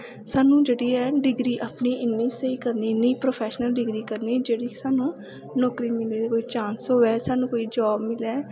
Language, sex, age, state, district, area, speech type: Dogri, female, 18-30, Jammu and Kashmir, Kathua, rural, spontaneous